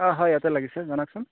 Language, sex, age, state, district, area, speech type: Assamese, male, 18-30, Assam, Golaghat, urban, conversation